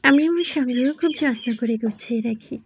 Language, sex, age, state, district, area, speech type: Bengali, female, 18-30, West Bengal, Dakshin Dinajpur, urban, spontaneous